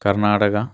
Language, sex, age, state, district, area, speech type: Malayalam, male, 30-45, Kerala, Pathanamthitta, rural, spontaneous